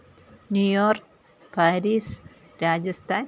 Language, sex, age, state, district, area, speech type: Malayalam, female, 45-60, Kerala, Pathanamthitta, rural, spontaneous